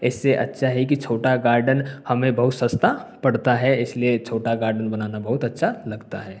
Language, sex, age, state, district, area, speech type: Hindi, male, 18-30, Rajasthan, Karauli, rural, spontaneous